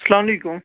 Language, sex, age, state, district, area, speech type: Kashmiri, male, 18-30, Jammu and Kashmir, Baramulla, rural, conversation